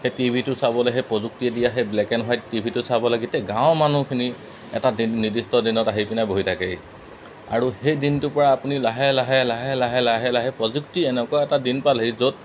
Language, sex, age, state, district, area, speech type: Assamese, male, 30-45, Assam, Golaghat, rural, spontaneous